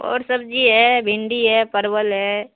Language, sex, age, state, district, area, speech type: Urdu, female, 18-30, Bihar, Khagaria, rural, conversation